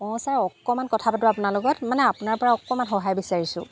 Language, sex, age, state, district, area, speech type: Assamese, female, 30-45, Assam, Golaghat, rural, spontaneous